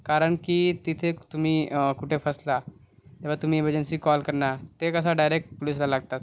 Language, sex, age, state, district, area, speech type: Marathi, male, 30-45, Maharashtra, Thane, urban, spontaneous